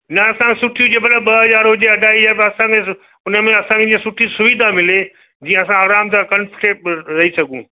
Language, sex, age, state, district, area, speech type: Sindhi, male, 60+, Gujarat, Kutch, urban, conversation